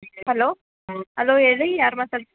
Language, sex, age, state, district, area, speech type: Kannada, female, 18-30, Karnataka, Chitradurga, urban, conversation